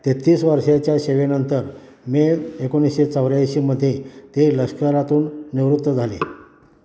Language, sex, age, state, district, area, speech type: Marathi, male, 60+, Maharashtra, Satara, rural, read